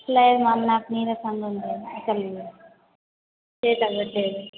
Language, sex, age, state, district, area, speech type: Telugu, female, 18-30, Telangana, Nagarkurnool, rural, conversation